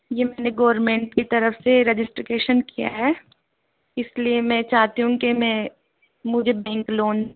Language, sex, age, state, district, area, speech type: Hindi, female, 18-30, Rajasthan, Jaipur, rural, conversation